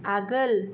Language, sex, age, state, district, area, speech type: Bodo, female, 30-45, Assam, Kokrajhar, urban, read